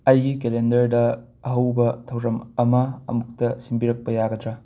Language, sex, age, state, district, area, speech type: Manipuri, male, 45-60, Manipur, Imphal West, urban, read